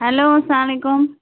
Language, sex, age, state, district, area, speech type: Kashmiri, female, 30-45, Jammu and Kashmir, Baramulla, rural, conversation